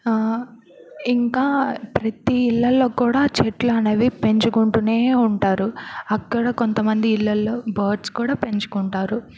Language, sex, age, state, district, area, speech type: Telugu, female, 18-30, Andhra Pradesh, Bapatla, rural, spontaneous